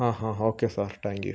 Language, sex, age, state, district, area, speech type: Malayalam, male, 18-30, Kerala, Wayanad, rural, spontaneous